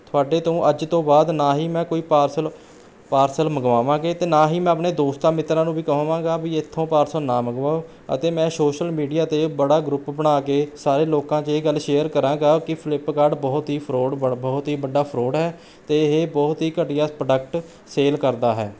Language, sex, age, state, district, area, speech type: Punjabi, male, 18-30, Punjab, Rupnagar, urban, spontaneous